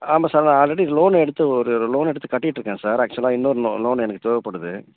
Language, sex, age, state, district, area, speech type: Tamil, male, 60+, Tamil Nadu, Tiruppur, rural, conversation